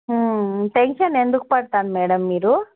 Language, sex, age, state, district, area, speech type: Telugu, female, 18-30, Andhra Pradesh, Annamaya, rural, conversation